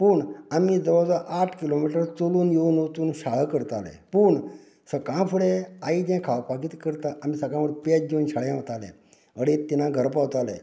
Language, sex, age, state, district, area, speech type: Goan Konkani, male, 45-60, Goa, Canacona, rural, spontaneous